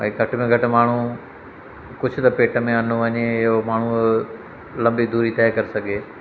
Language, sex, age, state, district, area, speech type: Sindhi, male, 45-60, Madhya Pradesh, Katni, rural, spontaneous